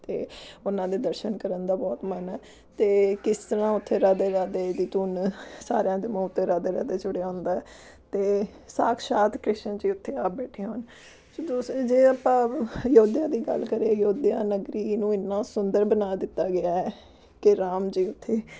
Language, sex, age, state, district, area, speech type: Punjabi, female, 30-45, Punjab, Amritsar, urban, spontaneous